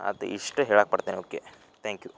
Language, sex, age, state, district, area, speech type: Kannada, male, 18-30, Karnataka, Dharwad, urban, spontaneous